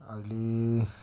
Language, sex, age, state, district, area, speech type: Malayalam, male, 30-45, Kerala, Kozhikode, urban, spontaneous